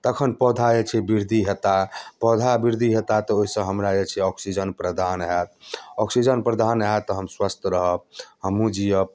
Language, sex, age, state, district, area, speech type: Maithili, male, 30-45, Bihar, Darbhanga, rural, spontaneous